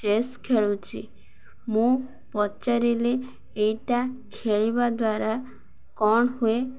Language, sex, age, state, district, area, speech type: Odia, female, 18-30, Odisha, Ganjam, urban, spontaneous